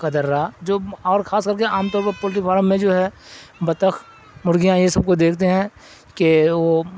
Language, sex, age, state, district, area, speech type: Urdu, male, 60+, Bihar, Darbhanga, rural, spontaneous